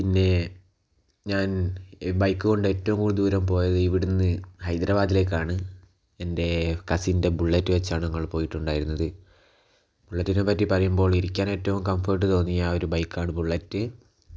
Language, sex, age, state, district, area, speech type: Malayalam, male, 18-30, Kerala, Kozhikode, urban, spontaneous